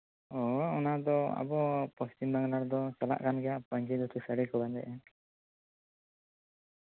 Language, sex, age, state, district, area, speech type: Santali, male, 18-30, West Bengal, Bankura, rural, conversation